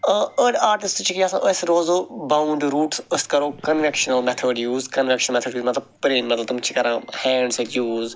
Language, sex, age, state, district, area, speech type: Kashmiri, male, 45-60, Jammu and Kashmir, Ganderbal, urban, spontaneous